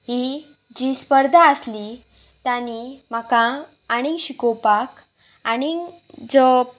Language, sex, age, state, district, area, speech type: Goan Konkani, female, 18-30, Goa, Pernem, rural, spontaneous